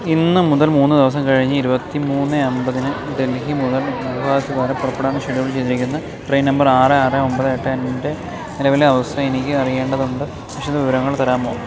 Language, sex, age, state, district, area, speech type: Malayalam, male, 30-45, Kerala, Alappuzha, rural, read